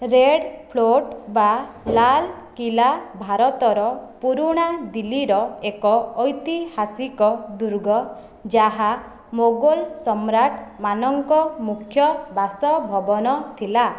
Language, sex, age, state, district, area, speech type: Odia, female, 18-30, Odisha, Khordha, rural, read